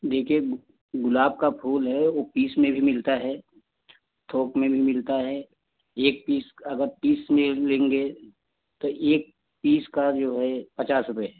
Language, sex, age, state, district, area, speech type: Hindi, male, 30-45, Uttar Pradesh, Jaunpur, rural, conversation